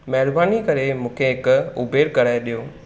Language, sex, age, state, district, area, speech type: Sindhi, male, 18-30, Maharashtra, Thane, rural, read